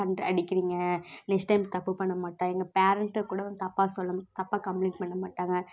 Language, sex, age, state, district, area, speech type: Tamil, female, 18-30, Tamil Nadu, Namakkal, rural, spontaneous